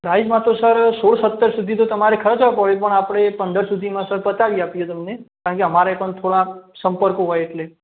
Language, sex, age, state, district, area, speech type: Gujarati, male, 45-60, Gujarat, Mehsana, rural, conversation